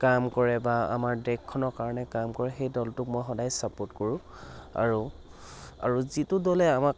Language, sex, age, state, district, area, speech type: Assamese, male, 45-60, Assam, Dhemaji, rural, spontaneous